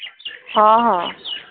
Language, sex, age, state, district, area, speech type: Odia, female, 18-30, Odisha, Balangir, urban, conversation